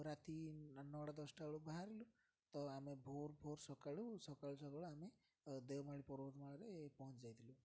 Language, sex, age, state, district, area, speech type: Odia, male, 18-30, Odisha, Ganjam, urban, spontaneous